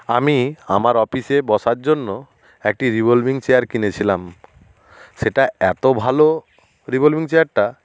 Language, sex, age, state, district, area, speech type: Bengali, male, 60+, West Bengal, Nadia, rural, spontaneous